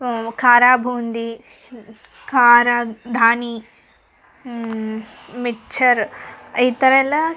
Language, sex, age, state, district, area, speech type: Kannada, female, 18-30, Karnataka, Koppal, rural, spontaneous